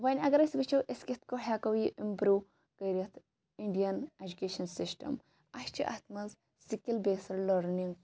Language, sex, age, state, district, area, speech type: Kashmiri, female, 18-30, Jammu and Kashmir, Shopian, rural, spontaneous